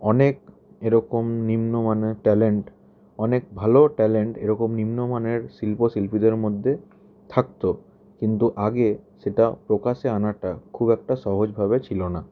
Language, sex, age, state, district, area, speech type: Bengali, male, 18-30, West Bengal, Howrah, urban, spontaneous